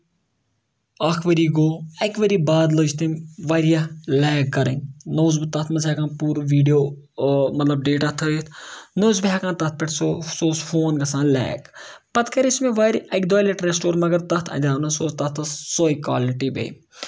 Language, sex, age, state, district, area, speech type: Kashmiri, male, 30-45, Jammu and Kashmir, Ganderbal, rural, spontaneous